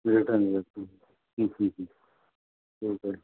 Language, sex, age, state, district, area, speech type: Marathi, male, 45-60, Maharashtra, Thane, rural, conversation